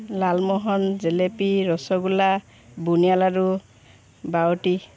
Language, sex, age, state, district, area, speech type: Assamese, female, 45-60, Assam, Sivasagar, rural, spontaneous